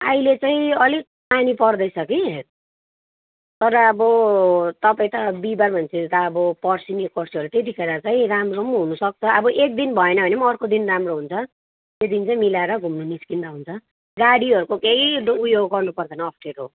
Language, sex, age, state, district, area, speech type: Nepali, female, 30-45, West Bengal, Kalimpong, rural, conversation